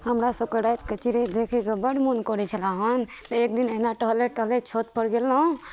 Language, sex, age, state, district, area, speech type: Maithili, female, 18-30, Bihar, Madhubani, rural, spontaneous